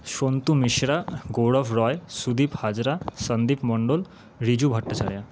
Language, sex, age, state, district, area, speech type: Bengali, male, 30-45, West Bengal, Paschim Bardhaman, urban, spontaneous